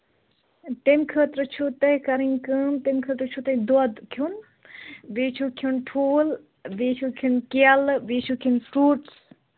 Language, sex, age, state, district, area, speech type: Kashmiri, female, 18-30, Jammu and Kashmir, Baramulla, rural, conversation